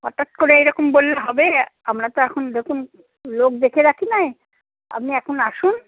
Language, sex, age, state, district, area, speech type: Bengali, female, 60+, West Bengal, Birbhum, urban, conversation